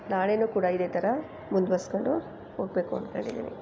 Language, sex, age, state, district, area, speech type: Kannada, female, 45-60, Karnataka, Chamarajanagar, rural, spontaneous